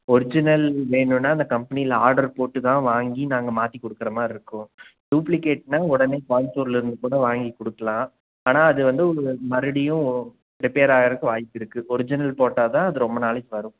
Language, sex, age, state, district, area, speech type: Tamil, male, 30-45, Tamil Nadu, Coimbatore, rural, conversation